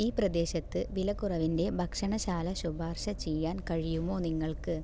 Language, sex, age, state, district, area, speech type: Malayalam, female, 18-30, Kerala, Palakkad, rural, read